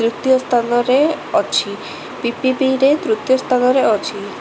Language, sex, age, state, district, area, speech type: Odia, female, 18-30, Odisha, Cuttack, urban, spontaneous